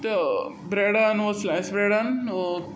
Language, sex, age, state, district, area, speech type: Goan Konkani, male, 18-30, Goa, Tiswadi, rural, spontaneous